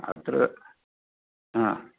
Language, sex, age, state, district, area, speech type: Sanskrit, male, 60+, Karnataka, Dakshina Kannada, rural, conversation